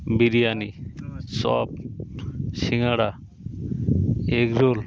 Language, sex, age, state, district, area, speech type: Bengali, male, 30-45, West Bengal, Birbhum, urban, spontaneous